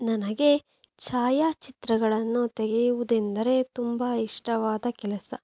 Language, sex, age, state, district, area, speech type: Kannada, female, 18-30, Karnataka, Tumkur, urban, spontaneous